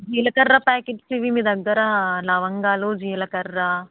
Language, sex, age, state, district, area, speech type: Telugu, female, 30-45, Andhra Pradesh, Kakinada, rural, conversation